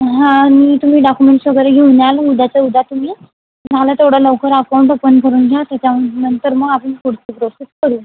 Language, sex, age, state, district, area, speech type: Marathi, female, 18-30, Maharashtra, Washim, urban, conversation